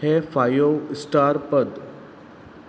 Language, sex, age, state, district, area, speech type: Goan Konkani, male, 30-45, Goa, Quepem, rural, read